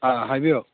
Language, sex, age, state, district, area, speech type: Manipuri, male, 18-30, Manipur, Kakching, rural, conversation